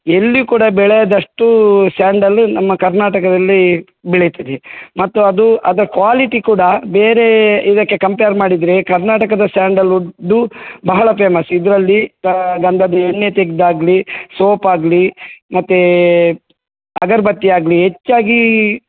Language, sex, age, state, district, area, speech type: Kannada, male, 45-60, Karnataka, Udupi, rural, conversation